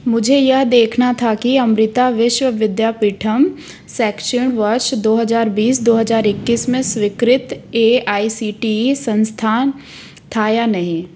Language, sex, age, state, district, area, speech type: Hindi, female, 30-45, Madhya Pradesh, Jabalpur, urban, read